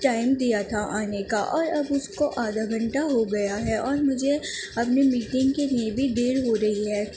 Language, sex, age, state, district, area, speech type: Urdu, female, 30-45, Delhi, Central Delhi, urban, spontaneous